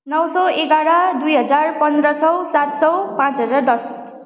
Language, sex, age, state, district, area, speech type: Nepali, female, 18-30, West Bengal, Kalimpong, rural, spontaneous